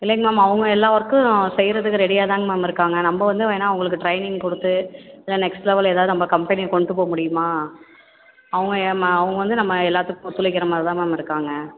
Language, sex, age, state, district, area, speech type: Tamil, female, 30-45, Tamil Nadu, Perambalur, rural, conversation